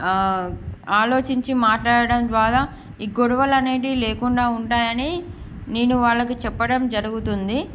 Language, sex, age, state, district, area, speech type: Telugu, female, 18-30, Andhra Pradesh, Srikakulam, urban, spontaneous